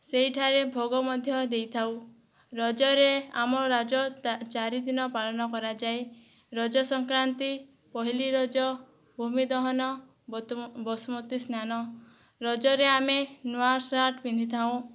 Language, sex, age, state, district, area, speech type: Odia, female, 18-30, Odisha, Boudh, rural, spontaneous